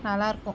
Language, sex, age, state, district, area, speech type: Tamil, female, 60+, Tamil Nadu, Cuddalore, rural, spontaneous